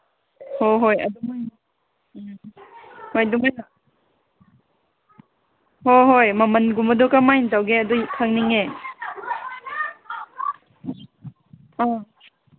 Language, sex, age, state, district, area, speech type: Manipuri, female, 18-30, Manipur, Kangpokpi, urban, conversation